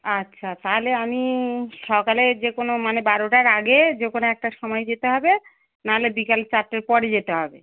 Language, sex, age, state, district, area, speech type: Bengali, female, 45-60, West Bengal, Dakshin Dinajpur, urban, conversation